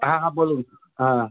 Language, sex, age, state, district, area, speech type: Bengali, male, 60+, West Bengal, South 24 Parganas, urban, conversation